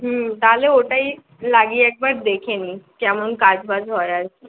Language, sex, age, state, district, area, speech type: Bengali, female, 18-30, West Bengal, Kolkata, urban, conversation